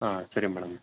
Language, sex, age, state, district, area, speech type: Kannada, male, 18-30, Karnataka, Tumkur, urban, conversation